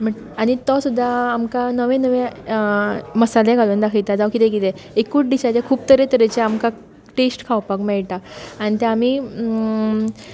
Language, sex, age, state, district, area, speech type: Goan Konkani, female, 18-30, Goa, Tiswadi, rural, spontaneous